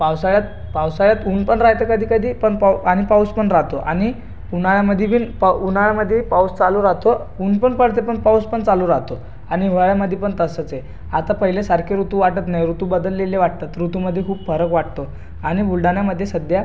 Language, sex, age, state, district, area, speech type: Marathi, male, 18-30, Maharashtra, Buldhana, urban, spontaneous